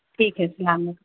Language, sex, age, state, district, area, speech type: Urdu, female, 45-60, Bihar, Gaya, urban, conversation